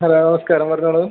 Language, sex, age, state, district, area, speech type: Malayalam, male, 18-30, Kerala, Kasaragod, rural, conversation